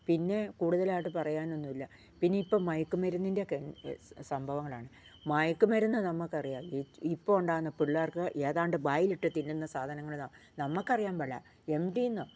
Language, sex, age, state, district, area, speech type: Malayalam, female, 60+, Kerala, Wayanad, rural, spontaneous